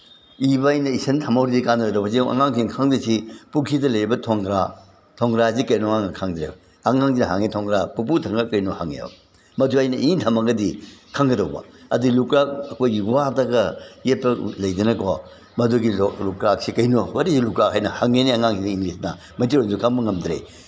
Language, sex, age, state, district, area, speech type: Manipuri, male, 60+, Manipur, Imphal East, rural, spontaneous